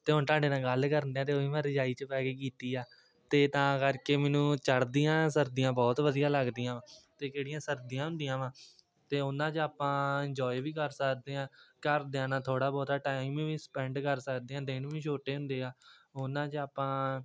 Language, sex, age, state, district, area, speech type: Punjabi, male, 18-30, Punjab, Tarn Taran, rural, spontaneous